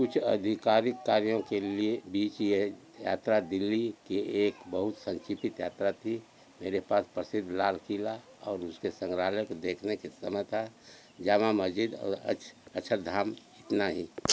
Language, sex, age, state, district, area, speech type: Hindi, male, 60+, Uttar Pradesh, Mau, rural, read